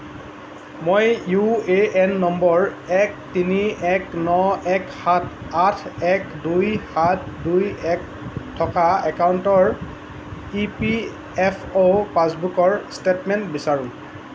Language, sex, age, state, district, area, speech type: Assamese, male, 18-30, Assam, Lakhimpur, rural, read